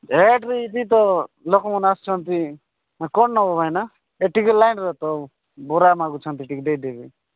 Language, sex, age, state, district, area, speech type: Odia, male, 45-60, Odisha, Nabarangpur, rural, conversation